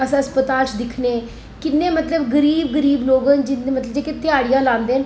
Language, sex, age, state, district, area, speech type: Dogri, female, 30-45, Jammu and Kashmir, Reasi, urban, spontaneous